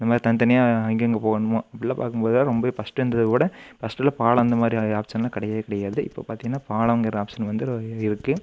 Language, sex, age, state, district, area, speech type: Tamil, male, 18-30, Tamil Nadu, Coimbatore, urban, spontaneous